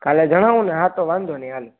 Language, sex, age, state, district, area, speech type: Gujarati, male, 18-30, Gujarat, Junagadh, urban, conversation